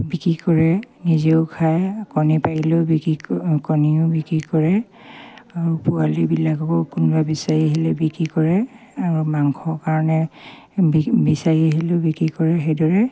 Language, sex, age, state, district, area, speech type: Assamese, female, 45-60, Assam, Dibrugarh, rural, spontaneous